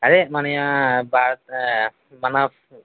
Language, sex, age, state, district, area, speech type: Telugu, male, 18-30, Andhra Pradesh, Eluru, rural, conversation